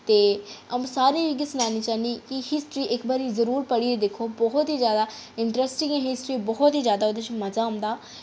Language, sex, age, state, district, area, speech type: Dogri, female, 30-45, Jammu and Kashmir, Udhampur, urban, spontaneous